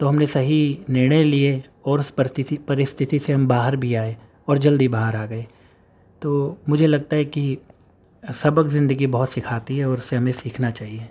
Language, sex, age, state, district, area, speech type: Urdu, male, 30-45, Uttar Pradesh, Gautam Buddha Nagar, urban, spontaneous